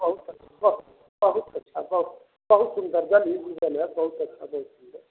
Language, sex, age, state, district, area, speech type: Maithili, male, 60+, Bihar, Begusarai, urban, conversation